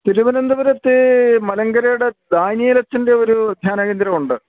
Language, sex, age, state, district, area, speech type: Malayalam, male, 60+, Kerala, Kottayam, rural, conversation